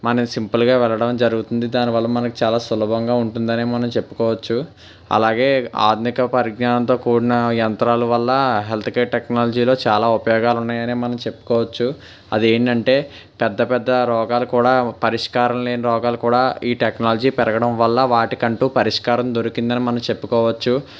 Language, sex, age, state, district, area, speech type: Telugu, male, 18-30, Andhra Pradesh, Palnadu, urban, spontaneous